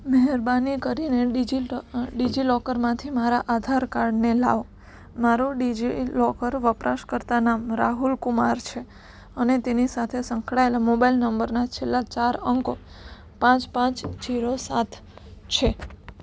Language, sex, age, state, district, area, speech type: Gujarati, female, 18-30, Gujarat, Surat, urban, read